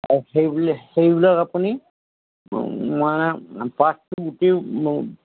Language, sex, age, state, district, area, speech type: Assamese, male, 60+, Assam, Golaghat, rural, conversation